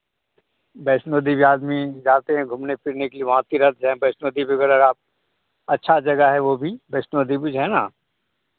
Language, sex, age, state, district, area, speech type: Hindi, male, 45-60, Bihar, Madhepura, rural, conversation